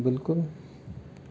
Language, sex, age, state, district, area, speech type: Hindi, male, 30-45, Delhi, New Delhi, urban, spontaneous